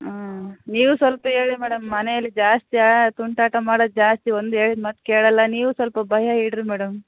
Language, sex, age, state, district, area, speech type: Kannada, female, 30-45, Karnataka, Davanagere, rural, conversation